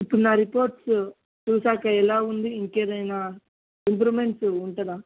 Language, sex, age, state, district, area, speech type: Telugu, male, 18-30, Telangana, Ranga Reddy, urban, conversation